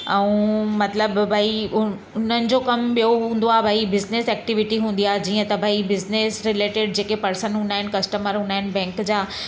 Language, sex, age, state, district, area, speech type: Sindhi, female, 45-60, Gujarat, Surat, urban, spontaneous